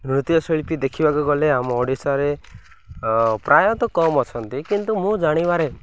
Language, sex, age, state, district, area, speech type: Odia, male, 45-60, Odisha, Koraput, urban, spontaneous